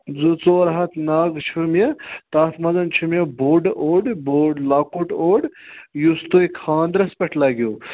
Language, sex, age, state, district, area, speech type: Kashmiri, male, 30-45, Jammu and Kashmir, Ganderbal, rural, conversation